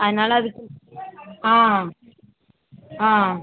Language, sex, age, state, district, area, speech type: Tamil, female, 18-30, Tamil Nadu, Thoothukudi, urban, conversation